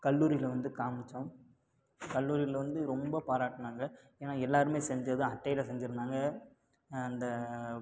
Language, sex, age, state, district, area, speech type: Tamil, male, 18-30, Tamil Nadu, Tiruppur, rural, spontaneous